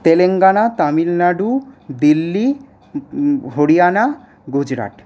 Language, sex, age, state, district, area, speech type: Bengali, male, 18-30, West Bengal, Paschim Bardhaman, urban, spontaneous